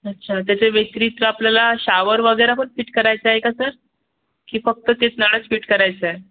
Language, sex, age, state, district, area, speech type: Marathi, male, 18-30, Maharashtra, Nagpur, urban, conversation